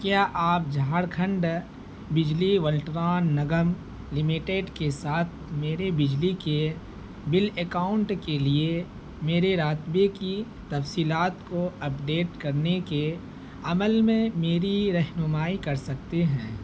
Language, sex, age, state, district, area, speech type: Urdu, male, 18-30, Bihar, Purnia, rural, read